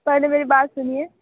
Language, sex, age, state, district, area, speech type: Hindi, female, 45-60, Uttar Pradesh, Sonbhadra, rural, conversation